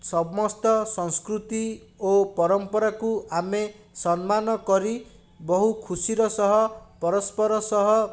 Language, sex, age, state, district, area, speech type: Odia, male, 30-45, Odisha, Bhadrak, rural, spontaneous